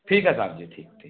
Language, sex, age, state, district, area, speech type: Hindi, male, 60+, Madhya Pradesh, Balaghat, rural, conversation